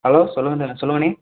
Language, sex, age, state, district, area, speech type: Tamil, male, 18-30, Tamil Nadu, Sivaganga, rural, conversation